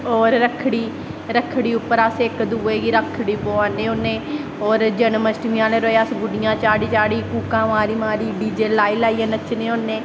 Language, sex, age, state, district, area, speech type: Dogri, female, 18-30, Jammu and Kashmir, Samba, rural, spontaneous